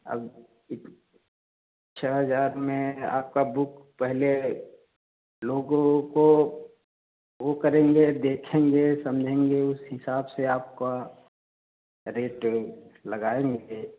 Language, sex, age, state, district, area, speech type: Hindi, male, 30-45, Uttar Pradesh, Prayagraj, rural, conversation